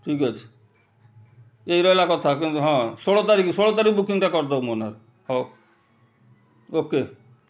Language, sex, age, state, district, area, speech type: Odia, male, 45-60, Odisha, Kendrapara, urban, spontaneous